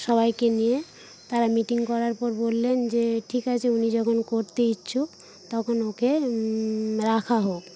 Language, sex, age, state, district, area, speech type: Bengali, female, 30-45, West Bengal, Paschim Medinipur, rural, spontaneous